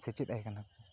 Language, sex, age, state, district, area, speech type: Santali, male, 30-45, West Bengal, Bankura, rural, spontaneous